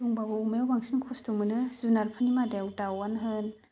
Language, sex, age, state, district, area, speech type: Bodo, female, 30-45, Assam, Chirang, rural, spontaneous